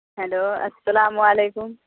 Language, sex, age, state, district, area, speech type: Urdu, female, 45-60, Bihar, Supaul, rural, conversation